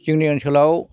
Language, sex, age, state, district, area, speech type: Bodo, male, 60+, Assam, Baksa, rural, spontaneous